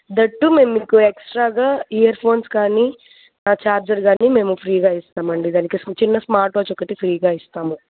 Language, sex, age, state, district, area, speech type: Telugu, female, 18-30, Andhra Pradesh, Kadapa, rural, conversation